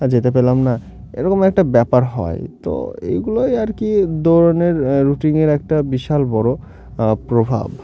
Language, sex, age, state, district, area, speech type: Bengali, male, 18-30, West Bengal, Murshidabad, urban, spontaneous